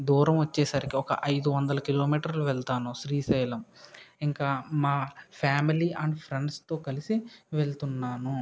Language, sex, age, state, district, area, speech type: Telugu, male, 30-45, Andhra Pradesh, Kakinada, rural, spontaneous